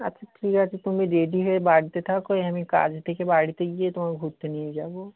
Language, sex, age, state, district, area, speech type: Bengali, male, 18-30, West Bengal, South 24 Parganas, rural, conversation